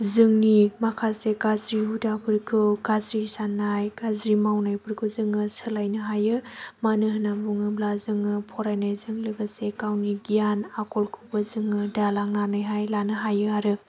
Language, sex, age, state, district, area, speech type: Bodo, female, 18-30, Assam, Chirang, rural, spontaneous